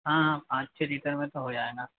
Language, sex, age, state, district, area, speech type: Hindi, male, 30-45, Madhya Pradesh, Harda, urban, conversation